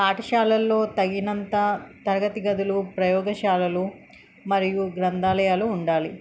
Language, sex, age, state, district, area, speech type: Telugu, female, 18-30, Telangana, Hanamkonda, urban, spontaneous